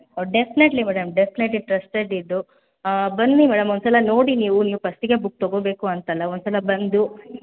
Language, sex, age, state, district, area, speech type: Kannada, female, 18-30, Karnataka, Hassan, rural, conversation